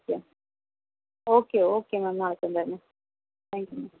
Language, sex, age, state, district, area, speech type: Tamil, female, 18-30, Tamil Nadu, Perambalur, rural, conversation